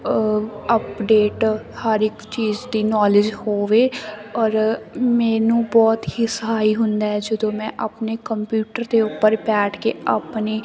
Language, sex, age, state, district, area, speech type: Punjabi, female, 18-30, Punjab, Sangrur, rural, spontaneous